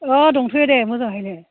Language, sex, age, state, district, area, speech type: Bodo, female, 30-45, Assam, Baksa, rural, conversation